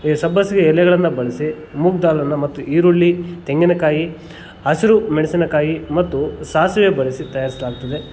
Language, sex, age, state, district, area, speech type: Kannada, male, 30-45, Karnataka, Kolar, rural, spontaneous